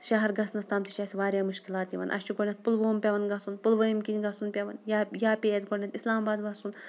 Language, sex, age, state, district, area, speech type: Kashmiri, female, 45-60, Jammu and Kashmir, Shopian, urban, spontaneous